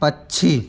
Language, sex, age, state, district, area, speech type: Hindi, male, 18-30, Uttar Pradesh, Mirzapur, rural, read